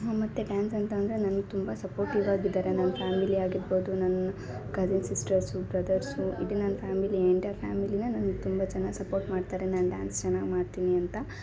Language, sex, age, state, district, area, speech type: Kannada, female, 18-30, Karnataka, Chikkaballapur, urban, spontaneous